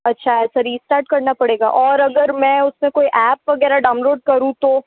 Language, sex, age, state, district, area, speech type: Hindi, female, 18-30, Rajasthan, Jodhpur, urban, conversation